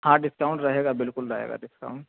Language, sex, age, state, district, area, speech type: Urdu, male, 18-30, Uttar Pradesh, Saharanpur, urban, conversation